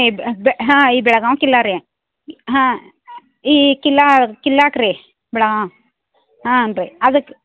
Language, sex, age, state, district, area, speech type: Kannada, female, 60+, Karnataka, Belgaum, rural, conversation